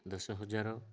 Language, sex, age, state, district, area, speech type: Odia, male, 18-30, Odisha, Malkangiri, urban, spontaneous